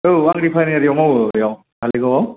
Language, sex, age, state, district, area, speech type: Bodo, male, 30-45, Assam, Chirang, rural, conversation